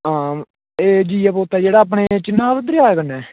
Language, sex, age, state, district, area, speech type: Dogri, male, 18-30, Jammu and Kashmir, Jammu, rural, conversation